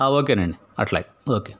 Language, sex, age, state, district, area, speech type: Telugu, male, 60+, Andhra Pradesh, Palnadu, urban, spontaneous